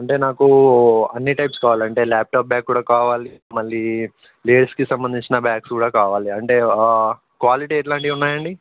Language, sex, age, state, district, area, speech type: Telugu, male, 18-30, Telangana, Ranga Reddy, urban, conversation